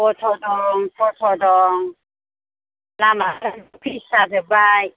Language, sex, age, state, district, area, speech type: Bodo, female, 60+, Assam, Kokrajhar, rural, conversation